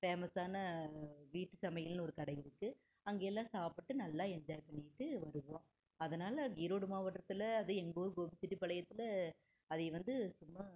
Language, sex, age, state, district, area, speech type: Tamil, female, 45-60, Tamil Nadu, Erode, rural, spontaneous